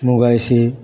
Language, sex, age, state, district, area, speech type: Punjabi, male, 45-60, Punjab, Pathankot, rural, spontaneous